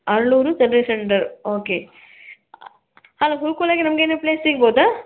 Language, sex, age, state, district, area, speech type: Kannada, female, 18-30, Karnataka, Bangalore Rural, rural, conversation